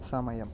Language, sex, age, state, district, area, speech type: Malayalam, male, 18-30, Kerala, Palakkad, urban, read